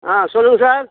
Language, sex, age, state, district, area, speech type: Tamil, male, 45-60, Tamil Nadu, Kallakurichi, rural, conversation